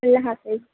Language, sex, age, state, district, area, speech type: Urdu, female, 30-45, Uttar Pradesh, Aligarh, urban, conversation